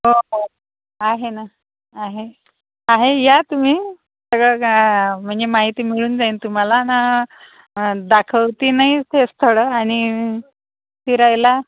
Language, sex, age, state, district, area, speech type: Marathi, female, 45-60, Maharashtra, Nagpur, rural, conversation